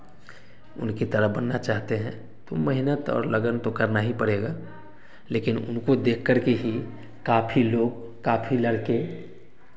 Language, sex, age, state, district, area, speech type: Hindi, male, 30-45, Bihar, Samastipur, rural, spontaneous